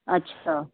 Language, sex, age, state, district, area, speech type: Punjabi, female, 45-60, Punjab, Mohali, urban, conversation